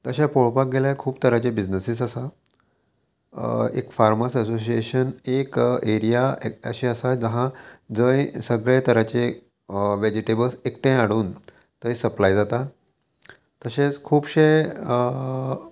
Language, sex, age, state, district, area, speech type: Goan Konkani, male, 30-45, Goa, Murmgao, rural, spontaneous